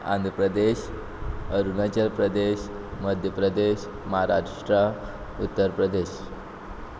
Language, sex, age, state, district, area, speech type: Goan Konkani, male, 18-30, Goa, Quepem, rural, spontaneous